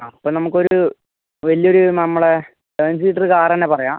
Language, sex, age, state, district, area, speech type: Malayalam, male, 18-30, Kerala, Wayanad, rural, conversation